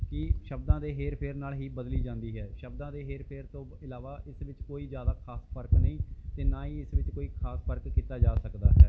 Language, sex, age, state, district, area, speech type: Punjabi, male, 30-45, Punjab, Bathinda, urban, spontaneous